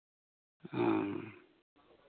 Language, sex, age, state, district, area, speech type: Santali, male, 45-60, West Bengal, Bankura, rural, conversation